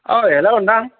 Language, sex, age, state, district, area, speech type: Bodo, male, 45-60, Assam, Chirang, rural, conversation